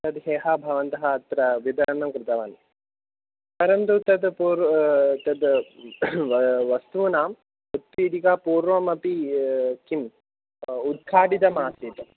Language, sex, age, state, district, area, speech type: Sanskrit, male, 18-30, Kerala, Kottayam, urban, conversation